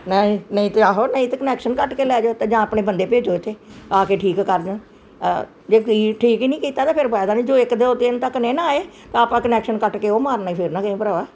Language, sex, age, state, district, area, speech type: Punjabi, female, 60+, Punjab, Gurdaspur, urban, spontaneous